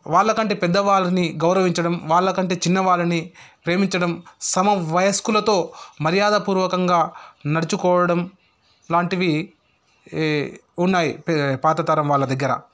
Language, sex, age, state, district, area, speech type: Telugu, male, 30-45, Telangana, Sangareddy, rural, spontaneous